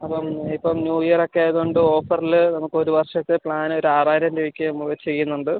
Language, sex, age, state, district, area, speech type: Malayalam, male, 30-45, Kerala, Alappuzha, rural, conversation